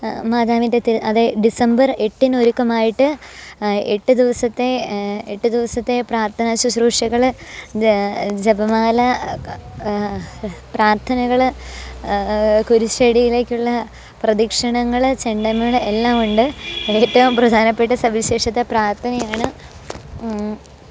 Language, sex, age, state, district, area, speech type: Malayalam, female, 18-30, Kerala, Pathanamthitta, rural, spontaneous